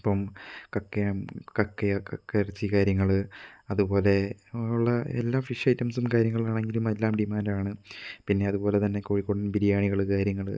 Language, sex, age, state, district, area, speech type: Malayalam, male, 18-30, Kerala, Kozhikode, rural, spontaneous